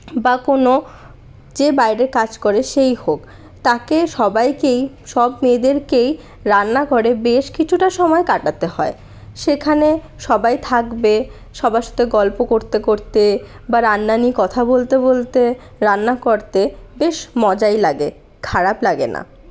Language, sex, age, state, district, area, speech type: Bengali, female, 18-30, West Bengal, Paschim Bardhaman, rural, spontaneous